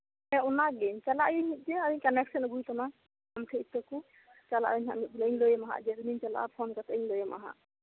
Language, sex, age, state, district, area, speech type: Santali, female, 30-45, West Bengal, Birbhum, rural, conversation